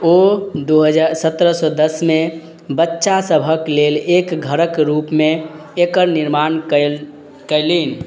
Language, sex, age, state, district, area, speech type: Maithili, male, 18-30, Bihar, Madhubani, rural, read